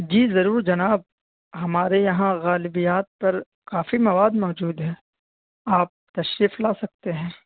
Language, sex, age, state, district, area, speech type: Urdu, male, 18-30, Delhi, North East Delhi, rural, conversation